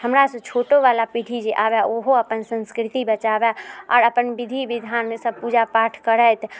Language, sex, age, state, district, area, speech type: Maithili, female, 18-30, Bihar, Muzaffarpur, rural, spontaneous